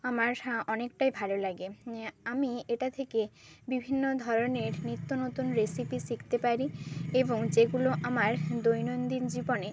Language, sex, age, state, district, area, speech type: Bengali, female, 30-45, West Bengal, Bankura, urban, spontaneous